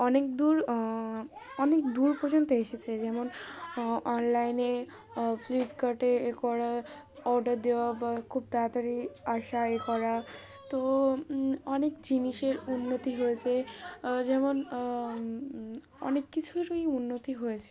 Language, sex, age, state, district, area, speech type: Bengali, female, 18-30, West Bengal, Darjeeling, urban, spontaneous